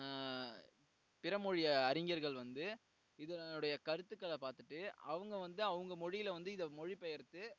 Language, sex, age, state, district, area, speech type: Tamil, male, 18-30, Tamil Nadu, Tiruvarur, urban, spontaneous